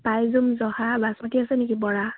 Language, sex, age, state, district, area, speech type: Assamese, female, 30-45, Assam, Golaghat, urban, conversation